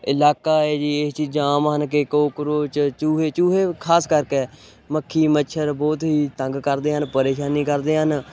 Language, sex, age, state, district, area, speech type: Punjabi, male, 18-30, Punjab, Hoshiarpur, rural, spontaneous